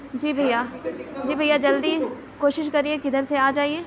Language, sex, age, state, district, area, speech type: Urdu, male, 18-30, Uttar Pradesh, Mau, urban, spontaneous